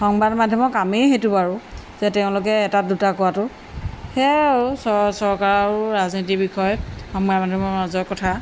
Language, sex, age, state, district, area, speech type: Assamese, female, 45-60, Assam, Jorhat, urban, spontaneous